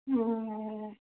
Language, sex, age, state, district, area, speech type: Nepali, female, 30-45, West Bengal, Kalimpong, rural, conversation